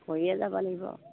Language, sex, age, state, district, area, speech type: Assamese, female, 45-60, Assam, Sivasagar, rural, conversation